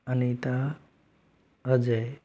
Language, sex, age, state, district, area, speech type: Hindi, male, 45-60, Rajasthan, Jodhpur, urban, spontaneous